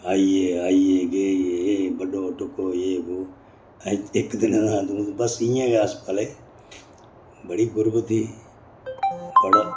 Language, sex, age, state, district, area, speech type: Dogri, male, 60+, Jammu and Kashmir, Reasi, urban, spontaneous